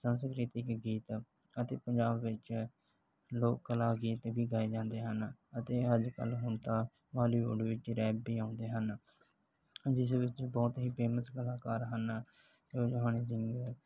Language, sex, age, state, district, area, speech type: Punjabi, male, 18-30, Punjab, Barnala, rural, spontaneous